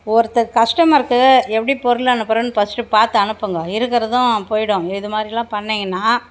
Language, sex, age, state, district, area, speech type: Tamil, female, 60+, Tamil Nadu, Mayiladuthurai, rural, spontaneous